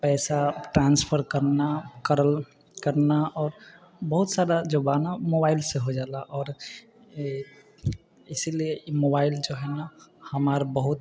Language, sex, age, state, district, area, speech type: Maithili, male, 18-30, Bihar, Sitamarhi, urban, spontaneous